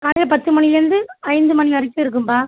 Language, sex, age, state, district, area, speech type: Tamil, female, 45-60, Tamil Nadu, Tiruchirappalli, rural, conversation